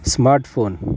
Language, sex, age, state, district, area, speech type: Kannada, male, 45-60, Karnataka, Bidar, urban, spontaneous